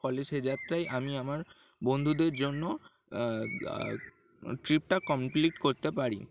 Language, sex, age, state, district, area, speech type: Bengali, male, 18-30, West Bengal, Dakshin Dinajpur, urban, spontaneous